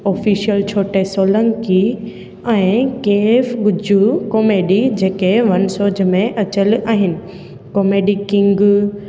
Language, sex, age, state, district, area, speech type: Sindhi, female, 18-30, Gujarat, Junagadh, urban, spontaneous